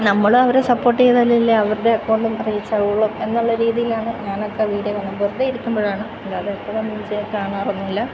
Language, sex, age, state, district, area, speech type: Malayalam, female, 18-30, Kerala, Kottayam, rural, spontaneous